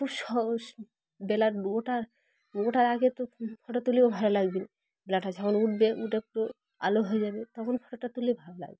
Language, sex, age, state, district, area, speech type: Bengali, female, 30-45, West Bengal, Dakshin Dinajpur, urban, spontaneous